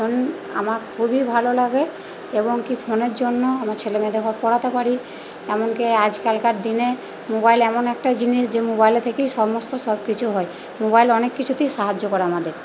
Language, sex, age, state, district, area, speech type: Bengali, female, 30-45, West Bengal, Purba Bardhaman, urban, spontaneous